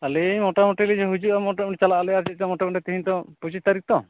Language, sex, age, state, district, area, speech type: Santali, male, 30-45, West Bengal, Purulia, rural, conversation